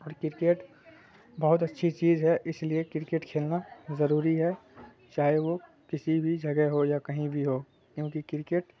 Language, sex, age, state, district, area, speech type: Urdu, male, 18-30, Bihar, Supaul, rural, spontaneous